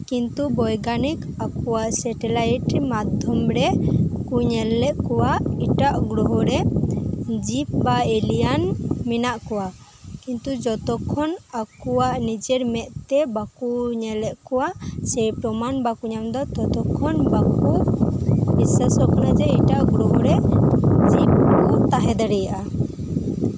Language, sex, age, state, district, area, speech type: Santali, female, 18-30, West Bengal, Birbhum, rural, spontaneous